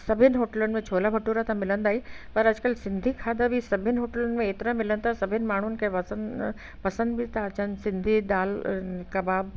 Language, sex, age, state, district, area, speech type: Sindhi, female, 60+, Delhi, South Delhi, urban, spontaneous